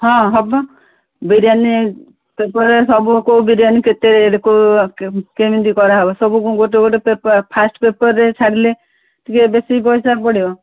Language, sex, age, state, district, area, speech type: Odia, female, 60+, Odisha, Gajapati, rural, conversation